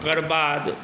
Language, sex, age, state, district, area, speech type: Maithili, male, 60+, Bihar, Saharsa, rural, spontaneous